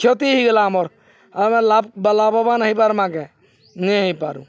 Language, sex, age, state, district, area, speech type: Odia, male, 45-60, Odisha, Balangir, urban, spontaneous